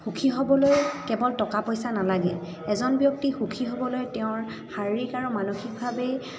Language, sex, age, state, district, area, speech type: Assamese, female, 30-45, Assam, Dibrugarh, rural, spontaneous